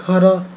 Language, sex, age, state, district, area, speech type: Odia, male, 18-30, Odisha, Jagatsinghpur, rural, read